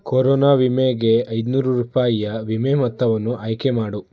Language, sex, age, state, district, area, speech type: Kannada, male, 18-30, Karnataka, Shimoga, rural, read